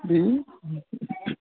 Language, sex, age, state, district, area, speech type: Bodo, male, 45-60, Assam, Udalguri, urban, conversation